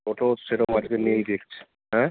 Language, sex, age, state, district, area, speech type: Bengali, male, 30-45, West Bengal, Kolkata, urban, conversation